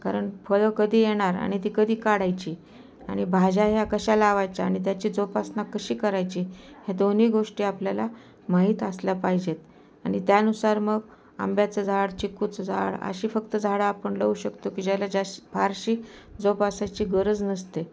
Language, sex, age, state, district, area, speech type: Marathi, female, 60+, Maharashtra, Osmanabad, rural, spontaneous